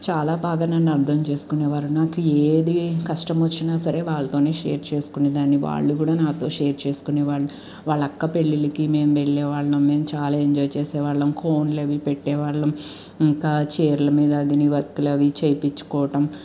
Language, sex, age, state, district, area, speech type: Telugu, female, 30-45, Andhra Pradesh, Guntur, urban, spontaneous